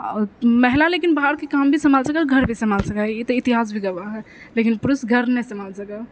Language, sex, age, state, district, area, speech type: Maithili, female, 18-30, Bihar, Purnia, rural, spontaneous